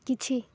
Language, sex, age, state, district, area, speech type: Odia, female, 18-30, Odisha, Nabarangpur, urban, spontaneous